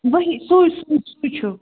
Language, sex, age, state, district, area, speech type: Kashmiri, female, 45-60, Jammu and Kashmir, Budgam, rural, conversation